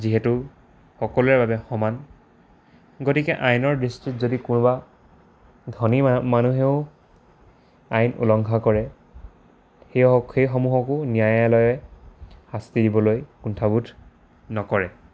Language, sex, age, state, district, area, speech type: Assamese, male, 18-30, Assam, Dibrugarh, rural, spontaneous